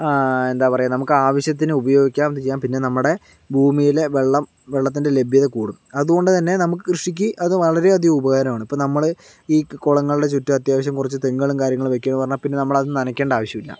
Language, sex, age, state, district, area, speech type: Malayalam, male, 30-45, Kerala, Palakkad, rural, spontaneous